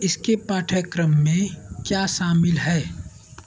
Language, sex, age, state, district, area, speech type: Hindi, male, 30-45, Uttar Pradesh, Mau, rural, read